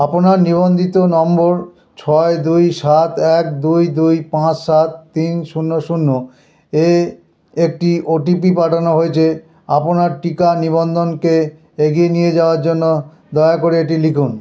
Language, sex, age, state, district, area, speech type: Bengali, male, 60+, West Bengal, South 24 Parganas, urban, read